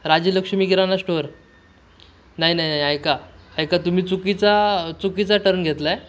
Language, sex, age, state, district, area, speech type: Marathi, male, 18-30, Maharashtra, Sindhudurg, rural, spontaneous